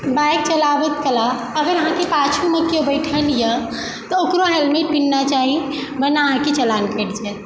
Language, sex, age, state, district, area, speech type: Maithili, female, 30-45, Bihar, Supaul, rural, spontaneous